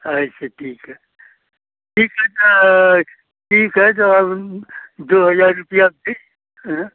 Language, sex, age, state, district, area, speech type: Hindi, male, 60+, Uttar Pradesh, Ghazipur, rural, conversation